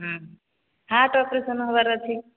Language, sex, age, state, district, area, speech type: Odia, female, 45-60, Odisha, Sambalpur, rural, conversation